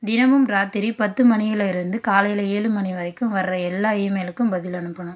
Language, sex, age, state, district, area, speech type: Tamil, female, 18-30, Tamil Nadu, Dharmapuri, rural, read